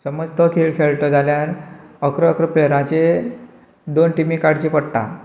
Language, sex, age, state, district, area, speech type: Goan Konkani, male, 18-30, Goa, Canacona, rural, spontaneous